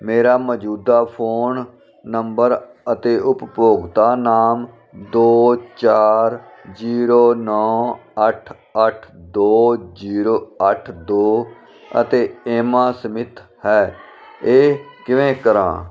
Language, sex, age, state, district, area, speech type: Punjabi, male, 45-60, Punjab, Firozpur, rural, read